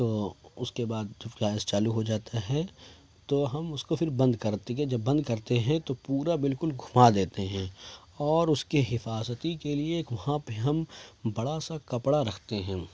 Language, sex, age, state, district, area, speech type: Urdu, male, 30-45, Uttar Pradesh, Ghaziabad, urban, spontaneous